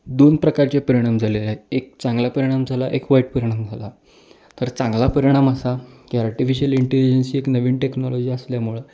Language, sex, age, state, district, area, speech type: Marathi, male, 18-30, Maharashtra, Kolhapur, urban, spontaneous